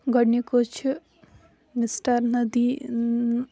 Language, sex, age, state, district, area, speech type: Kashmiri, female, 30-45, Jammu and Kashmir, Baramulla, urban, spontaneous